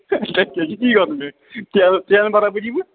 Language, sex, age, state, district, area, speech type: Kashmiri, male, 45-60, Jammu and Kashmir, Srinagar, rural, conversation